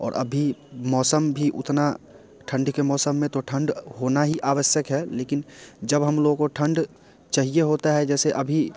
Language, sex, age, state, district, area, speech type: Hindi, male, 30-45, Bihar, Muzaffarpur, rural, spontaneous